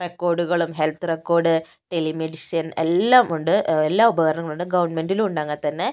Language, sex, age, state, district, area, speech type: Malayalam, female, 60+, Kerala, Kozhikode, urban, spontaneous